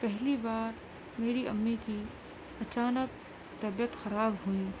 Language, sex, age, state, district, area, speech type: Urdu, female, 30-45, Uttar Pradesh, Gautam Buddha Nagar, urban, spontaneous